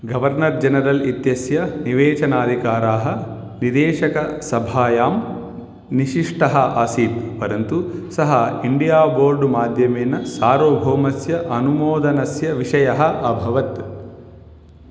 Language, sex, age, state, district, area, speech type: Sanskrit, male, 18-30, Telangana, Vikarabad, urban, read